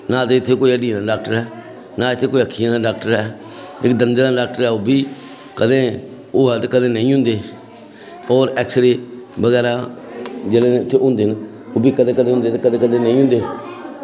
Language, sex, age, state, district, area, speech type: Dogri, male, 60+, Jammu and Kashmir, Samba, rural, spontaneous